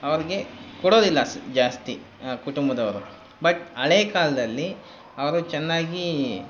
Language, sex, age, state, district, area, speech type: Kannada, male, 18-30, Karnataka, Kolar, rural, spontaneous